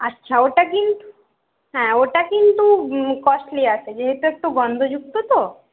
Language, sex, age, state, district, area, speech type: Bengali, female, 18-30, West Bengal, Paschim Bardhaman, urban, conversation